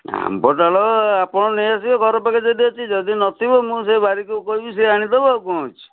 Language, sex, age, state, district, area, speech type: Odia, male, 45-60, Odisha, Cuttack, urban, conversation